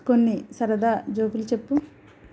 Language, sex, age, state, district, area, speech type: Telugu, female, 45-60, Andhra Pradesh, East Godavari, rural, read